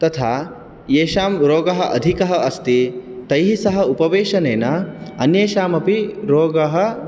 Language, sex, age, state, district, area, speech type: Sanskrit, male, 18-30, Karnataka, Uttara Kannada, rural, spontaneous